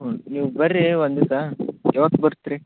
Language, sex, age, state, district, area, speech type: Kannada, male, 30-45, Karnataka, Raichur, rural, conversation